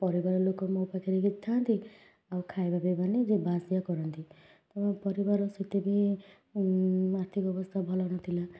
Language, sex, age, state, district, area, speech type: Odia, female, 30-45, Odisha, Puri, urban, spontaneous